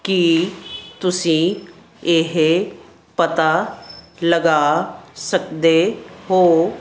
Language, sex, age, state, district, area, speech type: Punjabi, female, 60+, Punjab, Fazilka, rural, read